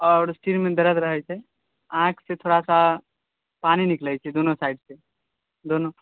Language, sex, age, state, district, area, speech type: Maithili, male, 18-30, Bihar, Purnia, rural, conversation